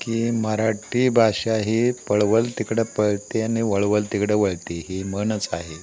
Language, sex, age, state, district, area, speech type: Marathi, male, 60+, Maharashtra, Satara, rural, spontaneous